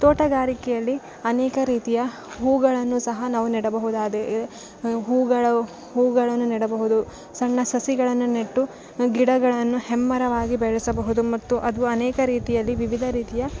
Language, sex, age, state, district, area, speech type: Kannada, female, 18-30, Karnataka, Bellary, rural, spontaneous